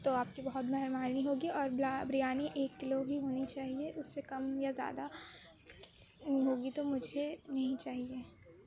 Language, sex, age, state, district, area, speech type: Urdu, female, 18-30, Uttar Pradesh, Aligarh, urban, spontaneous